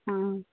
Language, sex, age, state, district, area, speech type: Malayalam, female, 30-45, Kerala, Wayanad, rural, conversation